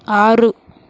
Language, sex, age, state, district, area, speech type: Telugu, female, 18-30, Andhra Pradesh, Chittoor, rural, read